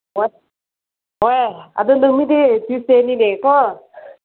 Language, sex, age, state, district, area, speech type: Manipuri, female, 30-45, Manipur, Senapati, rural, conversation